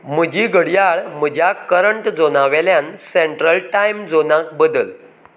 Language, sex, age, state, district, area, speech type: Goan Konkani, male, 45-60, Goa, Canacona, rural, read